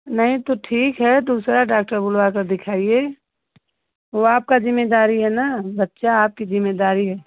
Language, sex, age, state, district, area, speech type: Hindi, female, 30-45, Uttar Pradesh, Ghazipur, rural, conversation